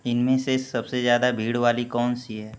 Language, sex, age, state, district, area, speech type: Hindi, male, 18-30, Uttar Pradesh, Mau, urban, read